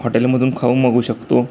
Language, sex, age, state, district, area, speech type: Marathi, male, 30-45, Maharashtra, Sangli, urban, spontaneous